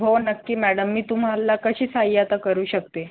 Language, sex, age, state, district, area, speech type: Marathi, female, 18-30, Maharashtra, Aurangabad, rural, conversation